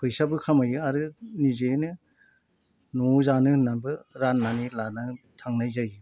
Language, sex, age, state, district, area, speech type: Bodo, male, 60+, Assam, Chirang, rural, spontaneous